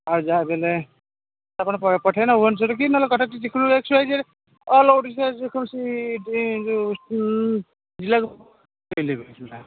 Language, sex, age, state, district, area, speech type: Odia, male, 45-60, Odisha, Sambalpur, rural, conversation